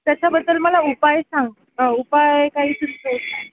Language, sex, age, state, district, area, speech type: Marathi, female, 18-30, Maharashtra, Jalna, rural, conversation